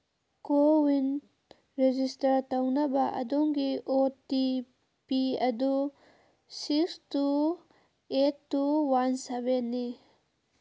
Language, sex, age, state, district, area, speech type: Manipuri, female, 30-45, Manipur, Kangpokpi, urban, read